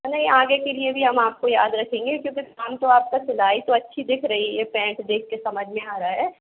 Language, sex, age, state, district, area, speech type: Hindi, female, 18-30, Madhya Pradesh, Jabalpur, urban, conversation